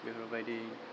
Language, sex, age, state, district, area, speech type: Bodo, male, 30-45, Assam, Chirang, rural, spontaneous